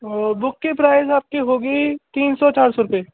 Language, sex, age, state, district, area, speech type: Hindi, male, 18-30, Rajasthan, Bharatpur, urban, conversation